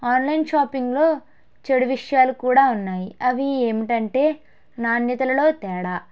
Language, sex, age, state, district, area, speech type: Telugu, female, 18-30, Andhra Pradesh, Konaseema, rural, spontaneous